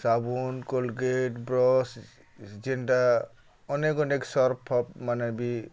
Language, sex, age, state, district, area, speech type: Odia, male, 45-60, Odisha, Bargarh, rural, spontaneous